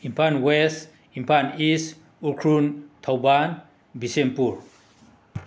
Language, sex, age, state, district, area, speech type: Manipuri, male, 60+, Manipur, Imphal West, urban, spontaneous